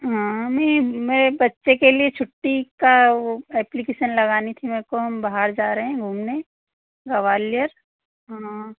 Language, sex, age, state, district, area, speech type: Hindi, female, 45-60, Madhya Pradesh, Ujjain, urban, conversation